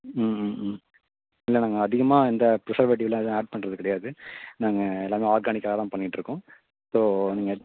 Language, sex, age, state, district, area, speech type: Tamil, male, 30-45, Tamil Nadu, Nagapattinam, rural, conversation